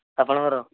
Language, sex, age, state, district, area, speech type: Odia, male, 18-30, Odisha, Kendujhar, urban, conversation